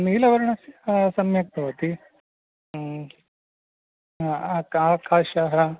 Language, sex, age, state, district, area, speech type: Sanskrit, male, 45-60, Karnataka, Udupi, rural, conversation